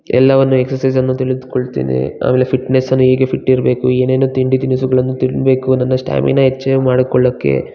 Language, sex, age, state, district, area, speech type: Kannada, male, 18-30, Karnataka, Bangalore Rural, rural, spontaneous